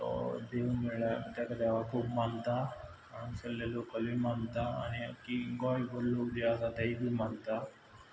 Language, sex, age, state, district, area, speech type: Goan Konkani, male, 18-30, Goa, Quepem, urban, spontaneous